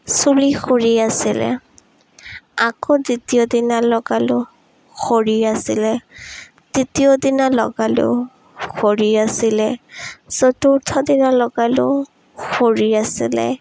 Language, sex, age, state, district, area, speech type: Assamese, female, 18-30, Assam, Sonitpur, rural, spontaneous